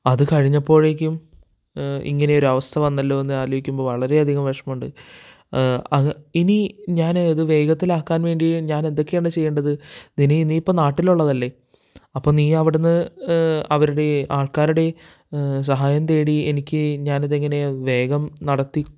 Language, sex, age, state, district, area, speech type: Malayalam, male, 18-30, Kerala, Thrissur, urban, spontaneous